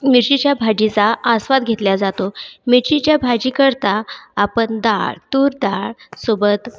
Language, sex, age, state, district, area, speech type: Marathi, female, 30-45, Maharashtra, Buldhana, urban, spontaneous